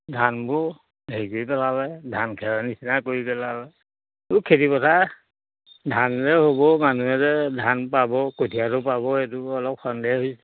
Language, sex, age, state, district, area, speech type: Assamese, male, 60+, Assam, Majuli, urban, conversation